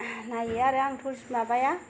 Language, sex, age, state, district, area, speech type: Bodo, female, 45-60, Assam, Kokrajhar, rural, spontaneous